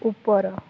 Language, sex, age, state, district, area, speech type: Odia, female, 18-30, Odisha, Balangir, urban, read